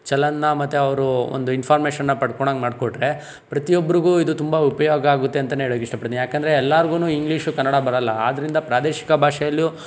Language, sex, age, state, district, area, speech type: Kannada, male, 45-60, Karnataka, Bidar, rural, spontaneous